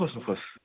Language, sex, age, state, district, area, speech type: Malayalam, male, 18-30, Kerala, Idukki, rural, conversation